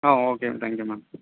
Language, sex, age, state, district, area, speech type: Tamil, male, 30-45, Tamil Nadu, Chennai, urban, conversation